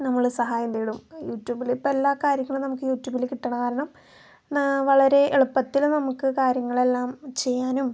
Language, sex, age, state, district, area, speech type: Malayalam, female, 18-30, Kerala, Ernakulam, rural, spontaneous